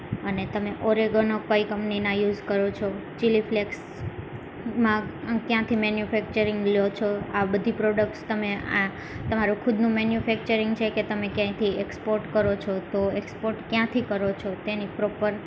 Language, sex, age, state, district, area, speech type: Gujarati, female, 18-30, Gujarat, Ahmedabad, urban, spontaneous